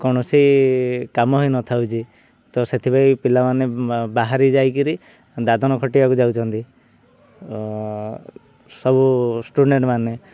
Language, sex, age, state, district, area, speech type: Odia, male, 18-30, Odisha, Ganjam, urban, spontaneous